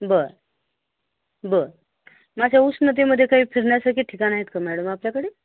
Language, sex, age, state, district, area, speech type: Marathi, female, 30-45, Maharashtra, Osmanabad, rural, conversation